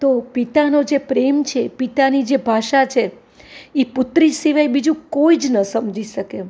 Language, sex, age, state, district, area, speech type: Gujarati, female, 60+, Gujarat, Rajkot, urban, spontaneous